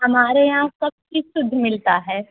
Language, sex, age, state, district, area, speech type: Hindi, female, 45-60, Uttar Pradesh, Azamgarh, rural, conversation